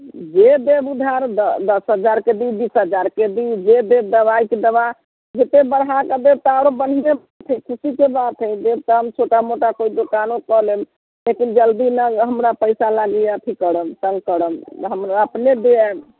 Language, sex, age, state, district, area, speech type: Maithili, female, 60+, Bihar, Muzaffarpur, rural, conversation